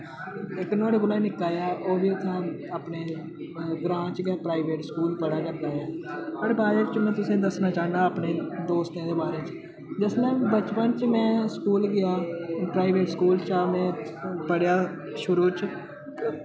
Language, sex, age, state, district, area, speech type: Dogri, male, 18-30, Jammu and Kashmir, Udhampur, rural, spontaneous